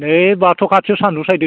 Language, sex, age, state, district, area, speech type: Bodo, male, 60+, Assam, Baksa, urban, conversation